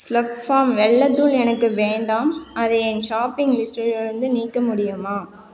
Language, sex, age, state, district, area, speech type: Tamil, female, 18-30, Tamil Nadu, Cuddalore, rural, read